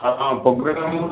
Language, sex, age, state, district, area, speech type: Odia, male, 60+, Odisha, Gajapati, rural, conversation